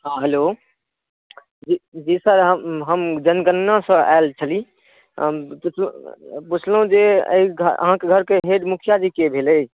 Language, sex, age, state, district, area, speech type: Maithili, male, 18-30, Bihar, Saharsa, rural, conversation